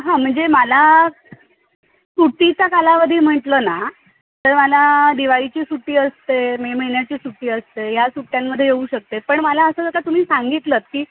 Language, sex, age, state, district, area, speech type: Marathi, female, 45-60, Maharashtra, Thane, rural, conversation